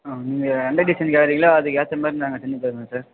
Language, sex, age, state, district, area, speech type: Tamil, male, 18-30, Tamil Nadu, Ranipet, urban, conversation